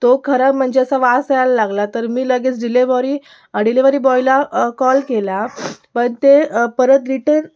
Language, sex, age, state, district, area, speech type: Marathi, female, 18-30, Maharashtra, Sindhudurg, urban, spontaneous